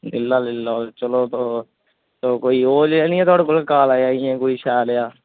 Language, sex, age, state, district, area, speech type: Dogri, male, 18-30, Jammu and Kashmir, Jammu, rural, conversation